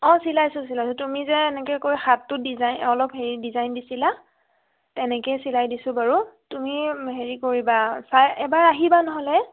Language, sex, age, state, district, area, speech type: Assamese, female, 18-30, Assam, Biswanath, rural, conversation